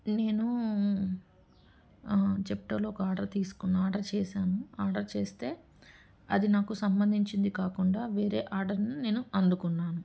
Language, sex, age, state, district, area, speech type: Telugu, female, 30-45, Telangana, Medchal, urban, spontaneous